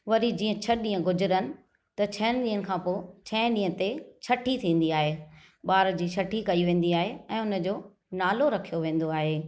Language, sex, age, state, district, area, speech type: Sindhi, female, 45-60, Maharashtra, Thane, urban, spontaneous